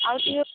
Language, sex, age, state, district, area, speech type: Odia, female, 30-45, Odisha, Subarnapur, urban, conversation